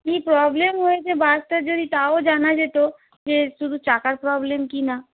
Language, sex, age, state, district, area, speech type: Bengali, female, 45-60, West Bengal, Hooghly, rural, conversation